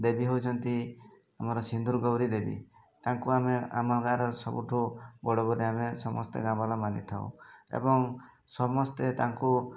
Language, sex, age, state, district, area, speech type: Odia, male, 45-60, Odisha, Mayurbhanj, rural, spontaneous